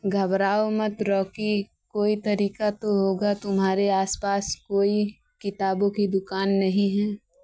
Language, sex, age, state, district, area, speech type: Hindi, female, 30-45, Uttar Pradesh, Mau, rural, read